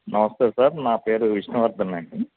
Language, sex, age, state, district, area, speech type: Telugu, male, 45-60, Andhra Pradesh, N T Rama Rao, urban, conversation